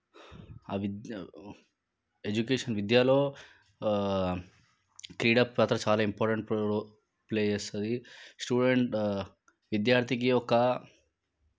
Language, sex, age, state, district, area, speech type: Telugu, male, 18-30, Telangana, Nalgonda, urban, spontaneous